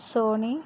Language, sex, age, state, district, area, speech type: Telugu, female, 45-60, Andhra Pradesh, Konaseema, rural, spontaneous